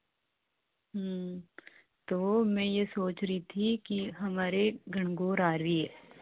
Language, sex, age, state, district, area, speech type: Hindi, female, 18-30, Rajasthan, Nagaur, urban, conversation